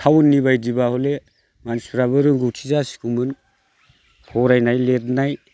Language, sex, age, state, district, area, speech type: Bodo, male, 45-60, Assam, Chirang, rural, spontaneous